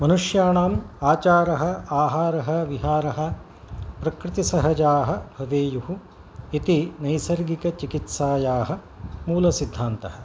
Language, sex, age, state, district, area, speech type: Sanskrit, male, 60+, Karnataka, Udupi, urban, spontaneous